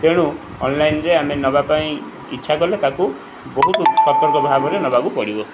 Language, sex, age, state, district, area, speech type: Odia, male, 45-60, Odisha, Sundergarh, rural, spontaneous